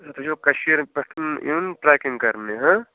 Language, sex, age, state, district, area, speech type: Kashmiri, male, 30-45, Jammu and Kashmir, Budgam, rural, conversation